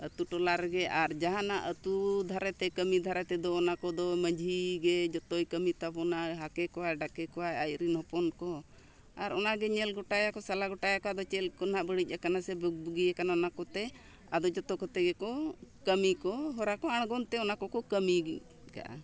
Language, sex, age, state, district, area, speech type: Santali, female, 60+, Jharkhand, Bokaro, rural, spontaneous